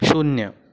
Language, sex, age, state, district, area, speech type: Marathi, male, 30-45, Maharashtra, Pune, urban, read